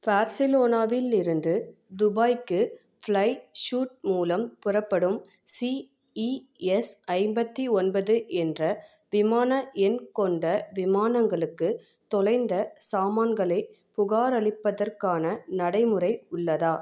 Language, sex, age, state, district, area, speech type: Tamil, female, 18-30, Tamil Nadu, Vellore, urban, read